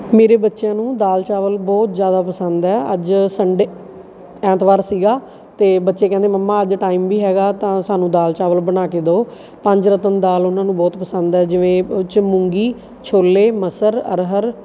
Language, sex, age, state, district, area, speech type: Punjabi, female, 30-45, Punjab, Bathinda, urban, spontaneous